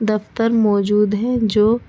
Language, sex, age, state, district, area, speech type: Urdu, female, 30-45, Delhi, North East Delhi, urban, spontaneous